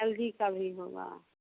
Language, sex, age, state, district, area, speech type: Hindi, female, 45-60, Bihar, Begusarai, rural, conversation